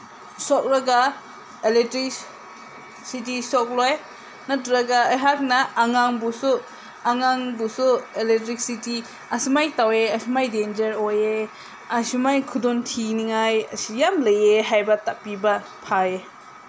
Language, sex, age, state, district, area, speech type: Manipuri, female, 30-45, Manipur, Senapati, rural, spontaneous